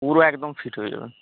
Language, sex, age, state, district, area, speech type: Bengali, male, 18-30, West Bengal, Uttar Dinajpur, rural, conversation